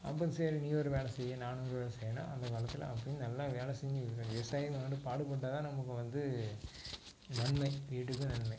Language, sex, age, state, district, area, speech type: Tamil, male, 45-60, Tamil Nadu, Tiruppur, urban, spontaneous